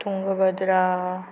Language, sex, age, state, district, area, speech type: Marathi, female, 18-30, Maharashtra, Ratnagiri, rural, spontaneous